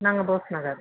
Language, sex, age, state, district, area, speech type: Tamil, female, 30-45, Tamil Nadu, Pudukkottai, urban, conversation